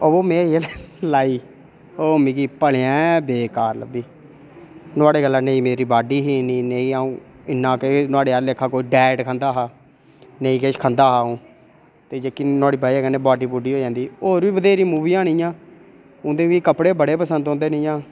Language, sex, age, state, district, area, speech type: Dogri, male, 18-30, Jammu and Kashmir, Reasi, rural, spontaneous